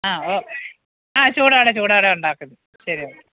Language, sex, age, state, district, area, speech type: Malayalam, female, 45-60, Kerala, Kottayam, urban, conversation